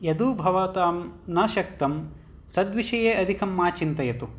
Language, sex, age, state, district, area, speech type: Sanskrit, male, 18-30, Karnataka, Vijayanagara, urban, spontaneous